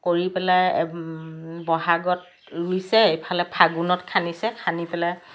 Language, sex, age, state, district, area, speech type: Assamese, female, 60+, Assam, Lakhimpur, urban, spontaneous